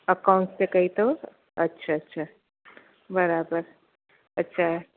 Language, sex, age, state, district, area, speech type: Sindhi, female, 45-60, Gujarat, Kutch, urban, conversation